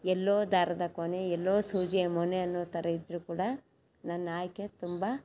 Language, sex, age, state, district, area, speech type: Kannada, female, 60+, Karnataka, Chitradurga, rural, spontaneous